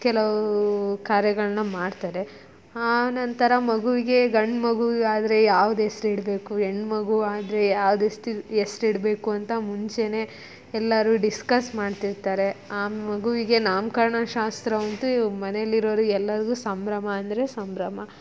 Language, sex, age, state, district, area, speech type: Kannada, female, 30-45, Karnataka, Chitradurga, rural, spontaneous